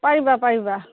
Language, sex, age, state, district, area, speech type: Assamese, female, 45-60, Assam, Dhemaji, rural, conversation